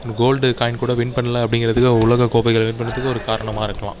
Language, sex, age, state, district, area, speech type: Tamil, male, 30-45, Tamil Nadu, Mayiladuthurai, urban, spontaneous